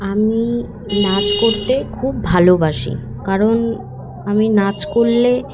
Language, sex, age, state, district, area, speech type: Bengali, female, 18-30, West Bengal, Hooghly, urban, spontaneous